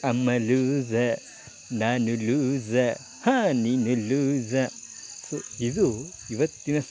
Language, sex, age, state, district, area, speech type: Kannada, male, 18-30, Karnataka, Chamarajanagar, rural, spontaneous